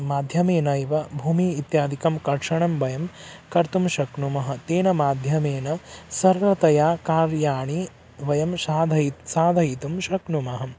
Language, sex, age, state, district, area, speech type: Sanskrit, male, 18-30, Odisha, Bargarh, rural, spontaneous